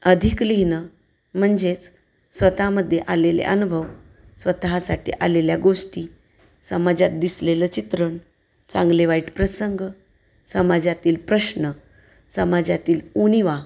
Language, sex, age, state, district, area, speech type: Marathi, female, 45-60, Maharashtra, Satara, rural, spontaneous